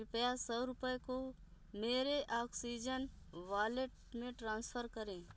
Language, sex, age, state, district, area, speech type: Hindi, female, 60+, Uttar Pradesh, Bhadohi, urban, read